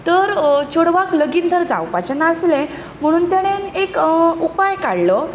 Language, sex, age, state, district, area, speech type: Goan Konkani, female, 18-30, Goa, Tiswadi, rural, spontaneous